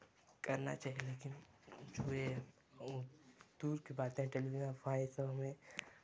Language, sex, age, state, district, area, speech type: Hindi, male, 18-30, Uttar Pradesh, Chandauli, rural, spontaneous